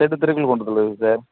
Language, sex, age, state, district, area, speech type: Tamil, male, 30-45, Tamil Nadu, Chengalpattu, rural, conversation